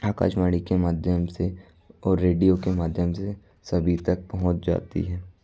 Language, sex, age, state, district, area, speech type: Hindi, male, 60+, Madhya Pradesh, Bhopal, urban, spontaneous